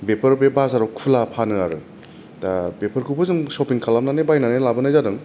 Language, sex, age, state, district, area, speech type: Bodo, male, 30-45, Assam, Kokrajhar, urban, spontaneous